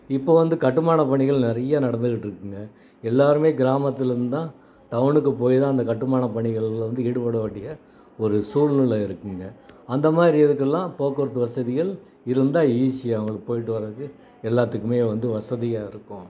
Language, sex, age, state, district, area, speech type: Tamil, male, 60+, Tamil Nadu, Salem, rural, spontaneous